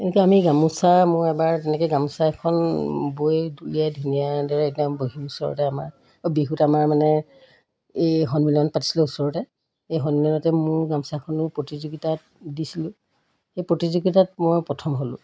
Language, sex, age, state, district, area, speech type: Assamese, female, 45-60, Assam, Golaghat, urban, spontaneous